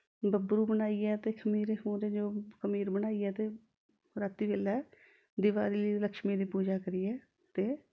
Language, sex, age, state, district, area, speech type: Dogri, female, 45-60, Jammu and Kashmir, Samba, urban, spontaneous